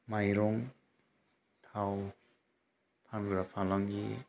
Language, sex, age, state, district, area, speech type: Bodo, male, 30-45, Assam, Kokrajhar, rural, spontaneous